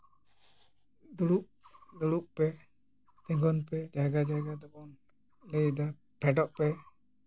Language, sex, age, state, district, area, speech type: Santali, male, 45-60, West Bengal, Jhargram, rural, spontaneous